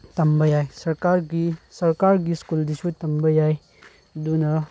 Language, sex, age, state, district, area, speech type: Manipuri, male, 18-30, Manipur, Chandel, rural, spontaneous